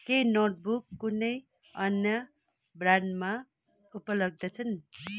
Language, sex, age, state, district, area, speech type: Nepali, female, 60+, West Bengal, Kalimpong, rural, read